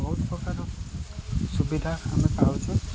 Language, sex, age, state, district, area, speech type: Odia, male, 18-30, Odisha, Jagatsinghpur, rural, spontaneous